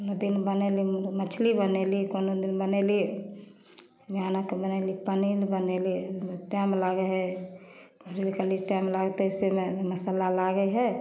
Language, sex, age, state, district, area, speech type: Maithili, female, 45-60, Bihar, Samastipur, rural, spontaneous